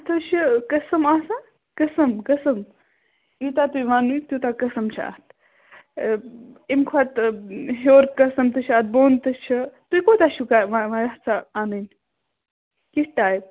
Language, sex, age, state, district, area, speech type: Kashmiri, female, 30-45, Jammu and Kashmir, Bandipora, rural, conversation